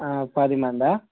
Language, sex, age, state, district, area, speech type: Telugu, male, 18-30, Telangana, Mancherial, rural, conversation